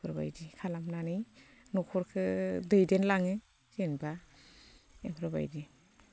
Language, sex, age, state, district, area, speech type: Bodo, female, 30-45, Assam, Baksa, rural, spontaneous